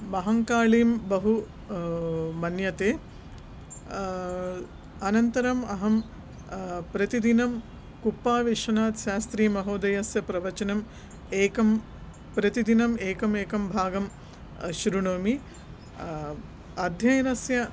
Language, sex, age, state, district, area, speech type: Sanskrit, female, 45-60, Andhra Pradesh, Krishna, urban, spontaneous